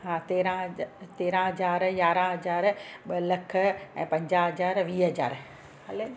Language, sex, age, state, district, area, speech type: Sindhi, female, 45-60, Gujarat, Surat, urban, spontaneous